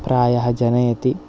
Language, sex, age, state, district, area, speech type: Sanskrit, male, 30-45, Kerala, Kasaragod, rural, spontaneous